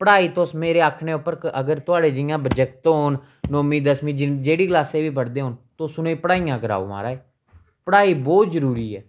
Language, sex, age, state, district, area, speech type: Dogri, male, 30-45, Jammu and Kashmir, Reasi, rural, spontaneous